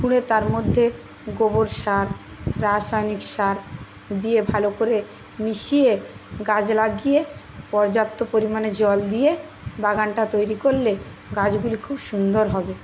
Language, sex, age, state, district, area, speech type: Bengali, female, 30-45, West Bengal, Paschim Medinipur, rural, spontaneous